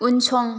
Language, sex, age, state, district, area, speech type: Bodo, female, 30-45, Assam, Chirang, rural, read